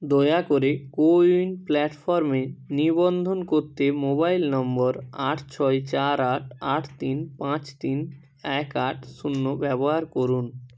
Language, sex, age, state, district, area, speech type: Bengali, male, 30-45, West Bengal, Purba Medinipur, rural, read